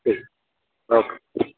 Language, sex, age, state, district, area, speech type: Dogri, male, 30-45, Jammu and Kashmir, Reasi, rural, conversation